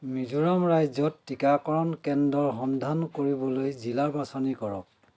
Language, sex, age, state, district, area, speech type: Assamese, male, 30-45, Assam, Dhemaji, urban, read